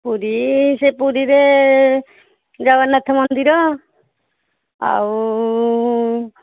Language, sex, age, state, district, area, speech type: Odia, female, 30-45, Odisha, Nayagarh, rural, conversation